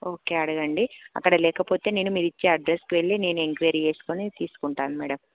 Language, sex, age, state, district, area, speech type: Telugu, female, 30-45, Telangana, Karimnagar, urban, conversation